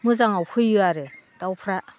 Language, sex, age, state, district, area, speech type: Bodo, female, 45-60, Assam, Udalguri, rural, spontaneous